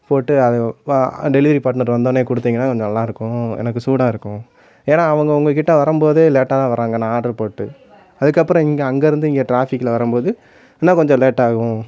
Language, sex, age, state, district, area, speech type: Tamil, male, 18-30, Tamil Nadu, Madurai, urban, spontaneous